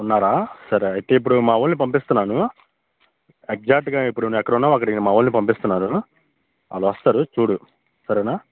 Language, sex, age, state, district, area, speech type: Telugu, male, 18-30, Andhra Pradesh, Bapatla, urban, conversation